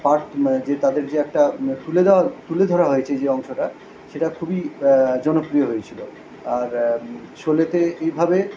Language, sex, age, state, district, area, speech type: Bengali, male, 45-60, West Bengal, Kolkata, urban, spontaneous